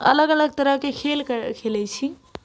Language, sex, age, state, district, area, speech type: Maithili, female, 18-30, Bihar, Saharsa, rural, spontaneous